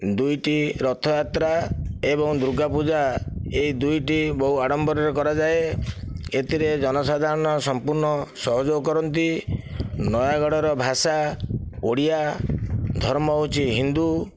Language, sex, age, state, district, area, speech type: Odia, male, 60+, Odisha, Nayagarh, rural, spontaneous